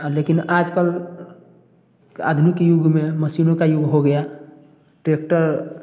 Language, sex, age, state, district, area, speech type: Hindi, male, 18-30, Bihar, Samastipur, rural, spontaneous